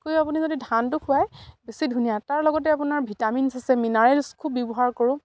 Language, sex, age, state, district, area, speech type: Assamese, female, 45-60, Assam, Dibrugarh, rural, spontaneous